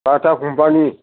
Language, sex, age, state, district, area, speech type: Bodo, male, 60+, Assam, Chirang, rural, conversation